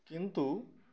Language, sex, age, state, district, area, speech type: Bengali, male, 18-30, West Bengal, Uttar Dinajpur, urban, spontaneous